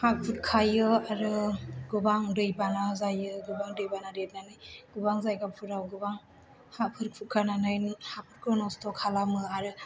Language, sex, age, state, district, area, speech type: Bodo, female, 18-30, Assam, Chirang, rural, spontaneous